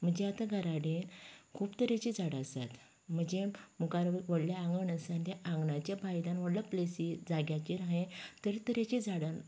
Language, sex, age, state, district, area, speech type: Goan Konkani, female, 45-60, Goa, Canacona, rural, spontaneous